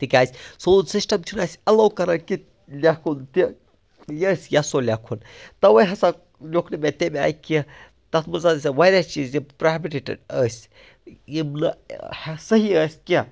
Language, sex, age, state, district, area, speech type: Kashmiri, male, 18-30, Jammu and Kashmir, Baramulla, rural, spontaneous